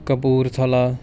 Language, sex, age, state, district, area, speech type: Punjabi, male, 18-30, Punjab, Patiala, rural, spontaneous